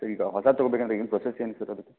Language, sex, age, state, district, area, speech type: Kannada, male, 30-45, Karnataka, Belgaum, rural, conversation